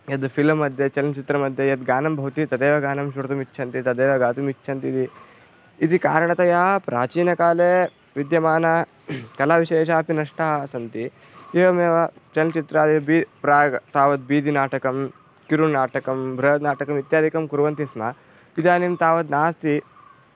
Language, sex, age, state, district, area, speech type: Sanskrit, male, 18-30, Karnataka, Vijayapura, rural, spontaneous